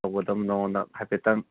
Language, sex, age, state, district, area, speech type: Manipuri, male, 18-30, Manipur, Kangpokpi, urban, conversation